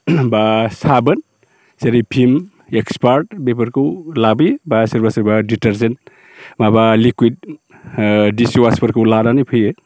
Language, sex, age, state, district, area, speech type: Bodo, male, 45-60, Assam, Baksa, rural, spontaneous